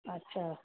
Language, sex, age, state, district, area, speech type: Urdu, female, 30-45, Bihar, Khagaria, rural, conversation